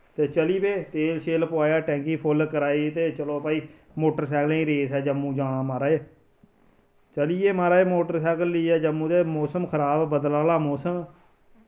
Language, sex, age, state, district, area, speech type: Dogri, male, 30-45, Jammu and Kashmir, Samba, rural, spontaneous